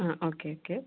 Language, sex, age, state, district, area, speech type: Malayalam, female, 30-45, Kerala, Ernakulam, urban, conversation